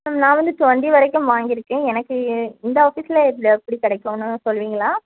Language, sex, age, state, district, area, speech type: Tamil, female, 18-30, Tamil Nadu, Kanyakumari, rural, conversation